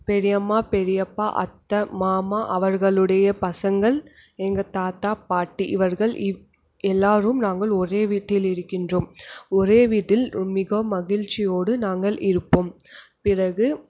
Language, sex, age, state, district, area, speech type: Tamil, female, 18-30, Tamil Nadu, Krishnagiri, rural, spontaneous